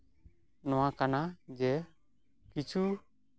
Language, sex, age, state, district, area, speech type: Santali, male, 45-60, West Bengal, Malda, rural, spontaneous